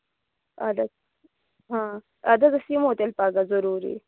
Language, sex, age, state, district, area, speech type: Kashmiri, female, 18-30, Jammu and Kashmir, Budgam, rural, conversation